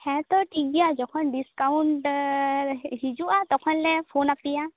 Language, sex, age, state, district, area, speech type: Santali, female, 18-30, West Bengal, Bankura, rural, conversation